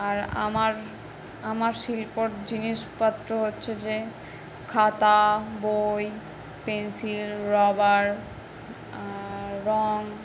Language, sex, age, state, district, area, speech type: Bengali, female, 18-30, West Bengal, Howrah, urban, spontaneous